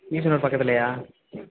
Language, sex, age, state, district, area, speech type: Tamil, male, 18-30, Tamil Nadu, Nagapattinam, rural, conversation